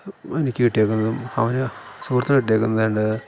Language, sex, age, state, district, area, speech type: Malayalam, male, 30-45, Kerala, Idukki, rural, spontaneous